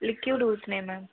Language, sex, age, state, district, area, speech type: Tamil, female, 18-30, Tamil Nadu, Madurai, urban, conversation